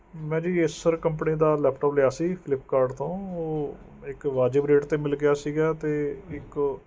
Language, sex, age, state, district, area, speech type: Punjabi, male, 30-45, Punjab, Mohali, urban, spontaneous